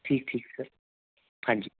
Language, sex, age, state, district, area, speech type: Punjabi, male, 45-60, Punjab, Barnala, rural, conversation